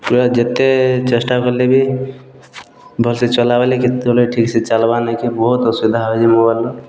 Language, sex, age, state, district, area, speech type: Odia, male, 18-30, Odisha, Boudh, rural, spontaneous